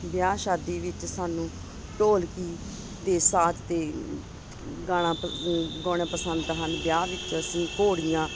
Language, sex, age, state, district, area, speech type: Punjabi, female, 45-60, Punjab, Ludhiana, urban, spontaneous